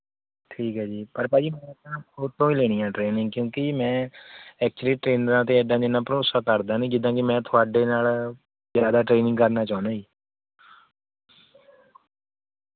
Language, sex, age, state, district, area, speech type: Punjabi, male, 18-30, Punjab, Mohali, rural, conversation